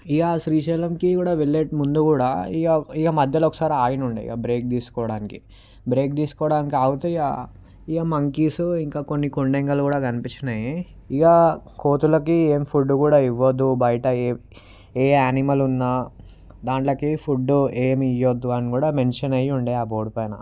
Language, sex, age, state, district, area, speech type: Telugu, male, 18-30, Telangana, Vikarabad, urban, spontaneous